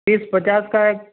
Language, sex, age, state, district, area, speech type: Hindi, male, 45-60, Rajasthan, Jodhpur, urban, conversation